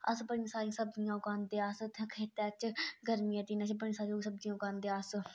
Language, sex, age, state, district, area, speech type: Dogri, female, 30-45, Jammu and Kashmir, Udhampur, urban, spontaneous